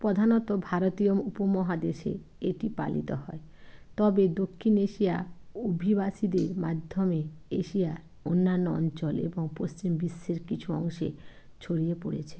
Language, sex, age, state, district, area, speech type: Bengali, female, 60+, West Bengal, Bankura, urban, read